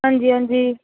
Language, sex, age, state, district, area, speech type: Punjabi, female, 30-45, Punjab, Kapurthala, urban, conversation